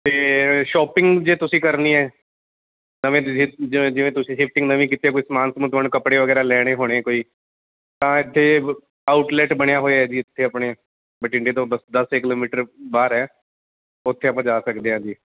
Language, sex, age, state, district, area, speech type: Punjabi, male, 30-45, Punjab, Bathinda, urban, conversation